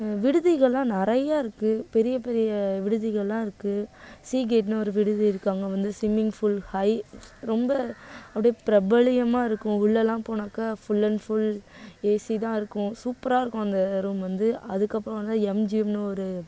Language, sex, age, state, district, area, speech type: Tamil, female, 18-30, Tamil Nadu, Nagapattinam, urban, spontaneous